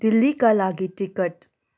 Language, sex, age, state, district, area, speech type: Nepali, female, 18-30, West Bengal, Darjeeling, rural, read